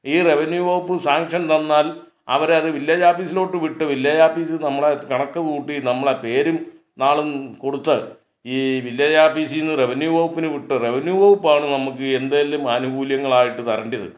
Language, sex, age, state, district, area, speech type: Malayalam, male, 60+, Kerala, Kottayam, rural, spontaneous